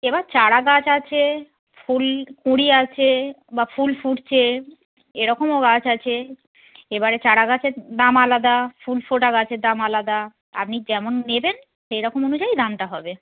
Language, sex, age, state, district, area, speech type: Bengali, female, 30-45, West Bengal, Darjeeling, rural, conversation